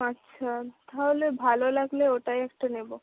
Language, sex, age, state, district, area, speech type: Bengali, female, 18-30, West Bengal, Bankura, rural, conversation